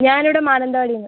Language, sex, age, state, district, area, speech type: Malayalam, female, 18-30, Kerala, Wayanad, rural, conversation